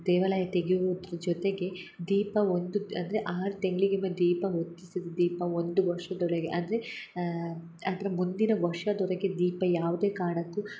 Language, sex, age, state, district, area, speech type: Kannada, female, 18-30, Karnataka, Hassan, urban, spontaneous